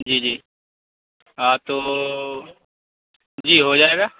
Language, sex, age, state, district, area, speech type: Urdu, male, 18-30, Bihar, Saharsa, rural, conversation